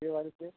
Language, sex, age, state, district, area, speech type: Bengali, male, 60+, West Bengal, Uttar Dinajpur, urban, conversation